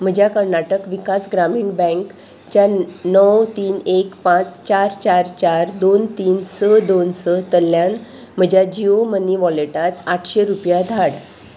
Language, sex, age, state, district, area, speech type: Goan Konkani, female, 45-60, Goa, Salcete, urban, read